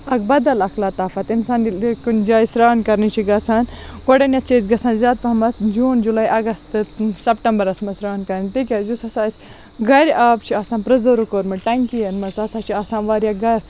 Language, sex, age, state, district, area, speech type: Kashmiri, female, 18-30, Jammu and Kashmir, Baramulla, rural, spontaneous